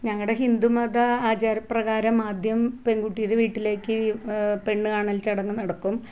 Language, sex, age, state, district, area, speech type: Malayalam, female, 45-60, Kerala, Ernakulam, rural, spontaneous